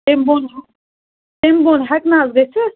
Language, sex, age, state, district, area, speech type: Kashmiri, female, 18-30, Jammu and Kashmir, Budgam, rural, conversation